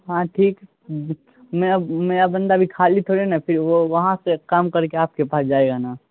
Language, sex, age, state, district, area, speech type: Urdu, male, 18-30, Bihar, Saharsa, rural, conversation